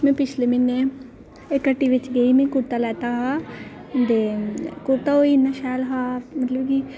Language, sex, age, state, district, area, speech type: Dogri, female, 18-30, Jammu and Kashmir, Reasi, rural, spontaneous